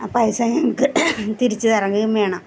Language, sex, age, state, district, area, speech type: Malayalam, female, 45-60, Kerala, Alappuzha, rural, spontaneous